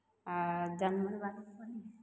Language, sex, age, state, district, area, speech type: Maithili, female, 30-45, Bihar, Begusarai, rural, spontaneous